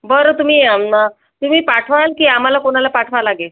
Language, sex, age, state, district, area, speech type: Marathi, female, 30-45, Maharashtra, Amravati, rural, conversation